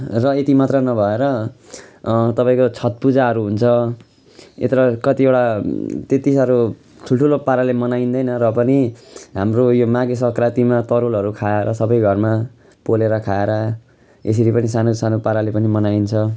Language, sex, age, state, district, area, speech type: Nepali, male, 30-45, West Bengal, Jalpaiguri, rural, spontaneous